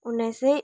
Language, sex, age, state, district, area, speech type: Nepali, female, 30-45, West Bengal, Darjeeling, rural, spontaneous